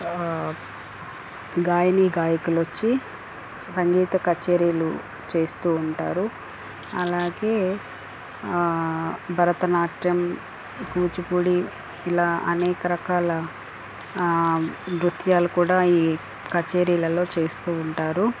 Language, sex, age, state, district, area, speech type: Telugu, female, 30-45, Andhra Pradesh, Chittoor, urban, spontaneous